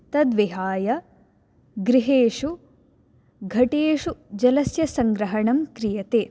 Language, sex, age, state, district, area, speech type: Sanskrit, female, 18-30, Karnataka, Dakshina Kannada, urban, spontaneous